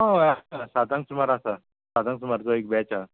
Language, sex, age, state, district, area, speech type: Goan Konkani, male, 30-45, Goa, Murmgao, rural, conversation